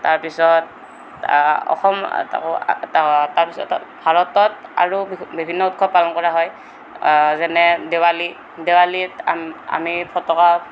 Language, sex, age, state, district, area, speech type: Assamese, male, 18-30, Assam, Kamrup Metropolitan, urban, spontaneous